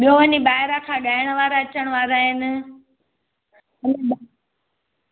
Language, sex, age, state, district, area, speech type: Sindhi, female, 18-30, Gujarat, Junagadh, urban, conversation